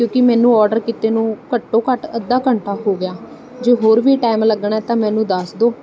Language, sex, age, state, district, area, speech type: Punjabi, female, 30-45, Punjab, Bathinda, urban, spontaneous